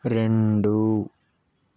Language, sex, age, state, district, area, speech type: Telugu, male, 18-30, Telangana, Nalgonda, urban, read